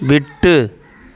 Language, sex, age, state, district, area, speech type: Tamil, male, 45-60, Tamil Nadu, Tiruvannamalai, rural, read